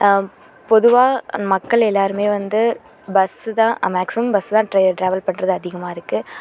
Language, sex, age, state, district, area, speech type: Tamil, female, 18-30, Tamil Nadu, Thanjavur, urban, spontaneous